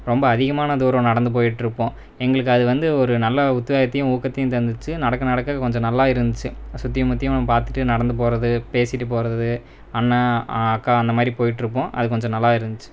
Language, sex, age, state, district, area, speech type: Tamil, male, 18-30, Tamil Nadu, Erode, rural, spontaneous